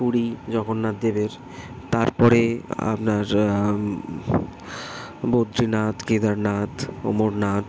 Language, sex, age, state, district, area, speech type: Bengali, male, 18-30, West Bengal, Kolkata, urban, spontaneous